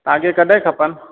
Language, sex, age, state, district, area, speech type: Sindhi, male, 30-45, Gujarat, Surat, urban, conversation